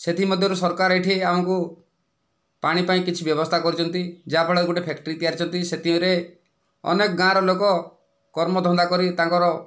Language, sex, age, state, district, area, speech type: Odia, male, 45-60, Odisha, Kandhamal, rural, spontaneous